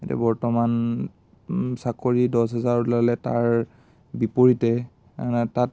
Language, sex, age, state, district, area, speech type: Assamese, male, 18-30, Assam, Biswanath, rural, spontaneous